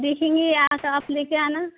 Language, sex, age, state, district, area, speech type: Hindi, female, 18-30, Rajasthan, Karauli, rural, conversation